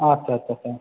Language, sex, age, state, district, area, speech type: Bengali, male, 45-60, West Bengal, Paschim Bardhaman, rural, conversation